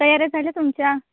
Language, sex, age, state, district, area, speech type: Marathi, female, 18-30, Maharashtra, Ratnagiri, urban, conversation